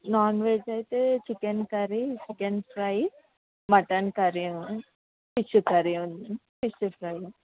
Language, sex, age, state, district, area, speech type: Telugu, female, 18-30, Andhra Pradesh, Krishna, urban, conversation